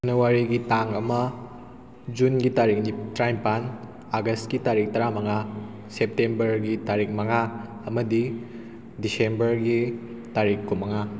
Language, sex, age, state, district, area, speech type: Manipuri, male, 18-30, Manipur, Kakching, rural, spontaneous